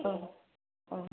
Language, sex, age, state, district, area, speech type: Bodo, female, 45-60, Assam, Kokrajhar, urban, conversation